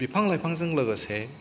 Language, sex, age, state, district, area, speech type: Bodo, male, 45-60, Assam, Kokrajhar, urban, spontaneous